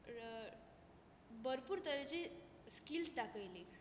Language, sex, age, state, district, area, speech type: Goan Konkani, female, 18-30, Goa, Tiswadi, rural, spontaneous